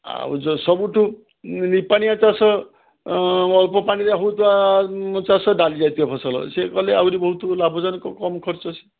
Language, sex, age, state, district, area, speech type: Odia, male, 60+, Odisha, Balasore, rural, conversation